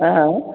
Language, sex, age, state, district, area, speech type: Maithili, female, 60+, Bihar, Samastipur, rural, conversation